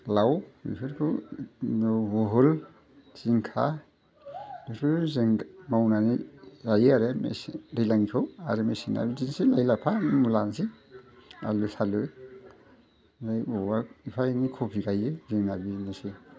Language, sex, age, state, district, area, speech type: Bodo, male, 60+, Assam, Udalguri, rural, spontaneous